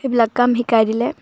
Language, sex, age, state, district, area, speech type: Assamese, female, 18-30, Assam, Sivasagar, rural, spontaneous